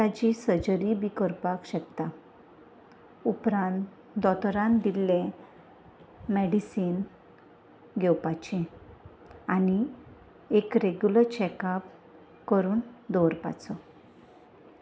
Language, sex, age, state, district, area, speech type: Goan Konkani, female, 30-45, Goa, Salcete, rural, spontaneous